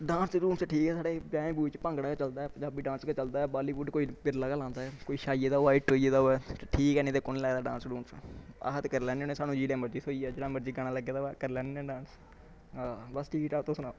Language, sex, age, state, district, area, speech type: Dogri, male, 18-30, Jammu and Kashmir, Samba, rural, spontaneous